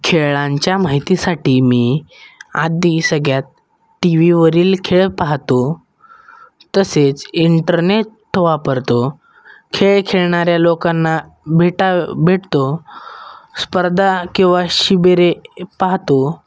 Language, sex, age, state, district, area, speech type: Marathi, male, 18-30, Maharashtra, Osmanabad, rural, spontaneous